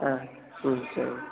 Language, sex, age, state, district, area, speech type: Tamil, male, 18-30, Tamil Nadu, Tiruppur, rural, conversation